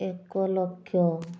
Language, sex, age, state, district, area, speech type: Odia, female, 45-60, Odisha, Mayurbhanj, rural, spontaneous